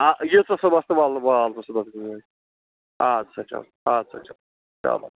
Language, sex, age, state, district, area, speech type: Kashmiri, male, 18-30, Jammu and Kashmir, Budgam, rural, conversation